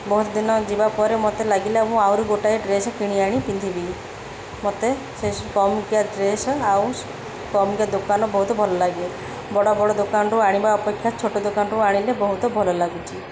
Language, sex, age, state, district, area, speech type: Odia, female, 30-45, Odisha, Sundergarh, urban, spontaneous